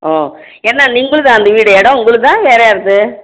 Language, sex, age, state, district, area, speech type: Tamil, female, 60+, Tamil Nadu, Krishnagiri, rural, conversation